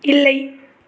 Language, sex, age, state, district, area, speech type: Tamil, female, 18-30, Tamil Nadu, Thoothukudi, rural, read